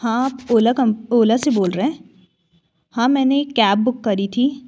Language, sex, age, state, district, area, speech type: Hindi, female, 18-30, Madhya Pradesh, Jabalpur, urban, spontaneous